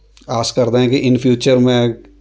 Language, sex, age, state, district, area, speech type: Punjabi, female, 30-45, Punjab, Shaheed Bhagat Singh Nagar, rural, spontaneous